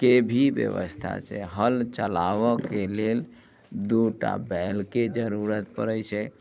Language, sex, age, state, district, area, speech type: Maithili, male, 45-60, Bihar, Muzaffarpur, urban, spontaneous